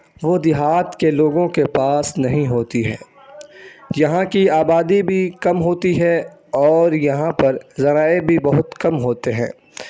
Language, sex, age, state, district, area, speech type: Urdu, male, 18-30, Bihar, Saharsa, urban, spontaneous